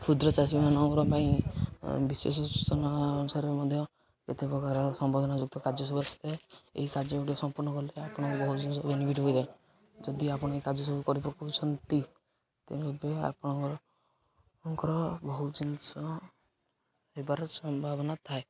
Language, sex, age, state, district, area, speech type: Odia, male, 18-30, Odisha, Jagatsinghpur, rural, spontaneous